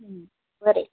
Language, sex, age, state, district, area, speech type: Goan Konkani, female, 45-60, Goa, Tiswadi, rural, conversation